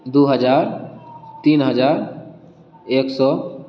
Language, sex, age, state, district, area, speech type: Maithili, male, 18-30, Bihar, Darbhanga, rural, spontaneous